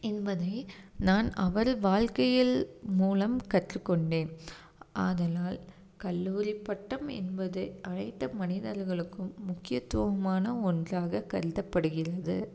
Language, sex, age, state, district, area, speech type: Tamil, female, 30-45, Tamil Nadu, Tiruppur, urban, spontaneous